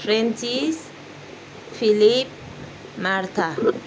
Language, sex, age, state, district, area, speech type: Nepali, female, 30-45, West Bengal, Kalimpong, rural, spontaneous